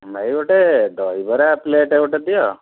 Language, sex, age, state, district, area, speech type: Odia, male, 60+, Odisha, Bhadrak, rural, conversation